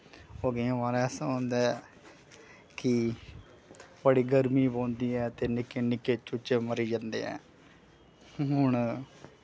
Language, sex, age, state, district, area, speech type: Dogri, male, 30-45, Jammu and Kashmir, Kathua, urban, spontaneous